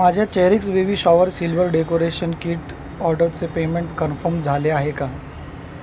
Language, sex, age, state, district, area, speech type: Marathi, male, 30-45, Maharashtra, Mumbai Suburban, urban, read